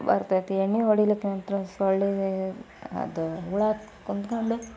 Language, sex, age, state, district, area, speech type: Kannada, female, 18-30, Karnataka, Koppal, rural, spontaneous